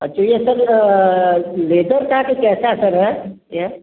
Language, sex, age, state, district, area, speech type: Hindi, male, 45-60, Uttar Pradesh, Azamgarh, rural, conversation